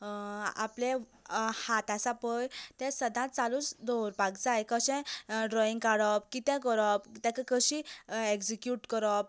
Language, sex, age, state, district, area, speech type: Goan Konkani, female, 18-30, Goa, Canacona, rural, spontaneous